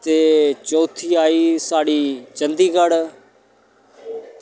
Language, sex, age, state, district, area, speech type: Dogri, male, 30-45, Jammu and Kashmir, Udhampur, rural, spontaneous